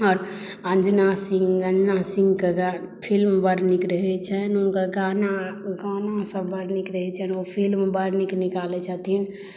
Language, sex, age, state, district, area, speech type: Maithili, female, 18-30, Bihar, Madhubani, rural, spontaneous